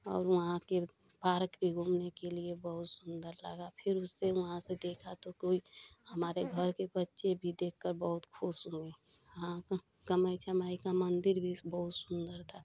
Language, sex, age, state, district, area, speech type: Hindi, female, 30-45, Uttar Pradesh, Ghazipur, rural, spontaneous